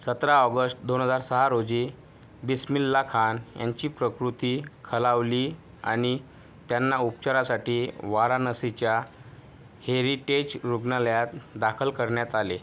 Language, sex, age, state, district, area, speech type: Marathi, male, 30-45, Maharashtra, Yavatmal, rural, read